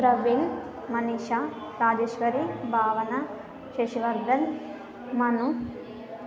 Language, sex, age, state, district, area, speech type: Telugu, female, 18-30, Telangana, Hyderabad, urban, spontaneous